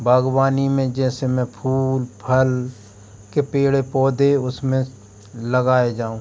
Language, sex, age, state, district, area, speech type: Hindi, male, 45-60, Madhya Pradesh, Hoshangabad, urban, spontaneous